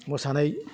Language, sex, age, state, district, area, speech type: Bodo, male, 60+, Assam, Udalguri, urban, spontaneous